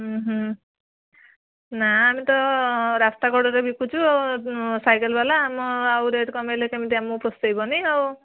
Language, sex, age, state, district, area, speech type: Odia, female, 18-30, Odisha, Kendujhar, urban, conversation